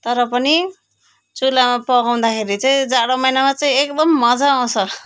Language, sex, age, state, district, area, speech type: Nepali, female, 30-45, West Bengal, Darjeeling, rural, spontaneous